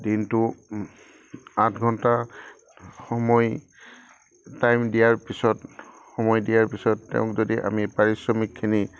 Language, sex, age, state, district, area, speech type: Assamese, male, 45-60, Assam, Udalguri, rural, spontaneous